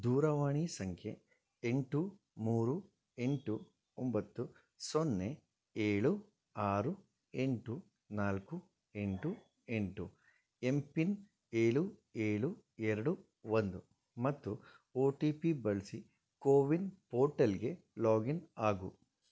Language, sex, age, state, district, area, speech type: Kannada, male, 30-45, Karnataka, Shimoga, rural, read